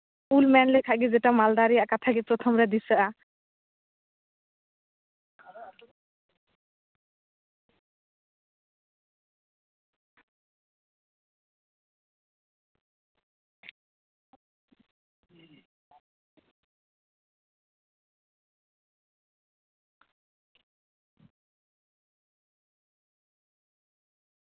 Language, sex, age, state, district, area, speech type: Santali, female, 18-30, West Bengal, Malda, rural, conversation